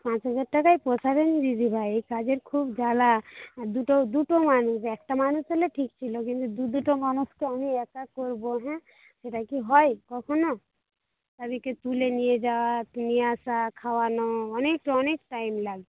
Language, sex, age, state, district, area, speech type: Bengali, female, 30-45, West Bengal, Paschim Medinipur, rural, conversation